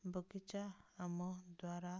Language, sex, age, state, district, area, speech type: Odia, female, 60+, Odisha, Ganjam, urban, spontaneous